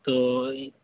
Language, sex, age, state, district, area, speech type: Urdu, male, 18-30, Bihar, Purnia, rural, conversation